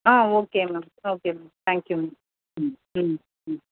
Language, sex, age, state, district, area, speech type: Tamil, female, 45-60, Tamil Nadu, Mayiladuthurai, rural, conversation